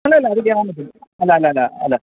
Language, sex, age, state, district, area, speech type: Malayalam, male, 30-45, Kerala, Thiruvananthapuram, urban, conversation